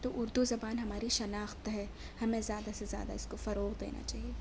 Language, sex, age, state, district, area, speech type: Urdu, female, 18-30, Telangana, Hyderabad, urban, spontaneous